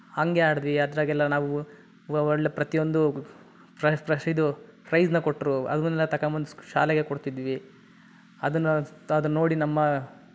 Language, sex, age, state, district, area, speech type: Kannada, male, 30-45, Karnataka, Chitradurga, rural, spontaneous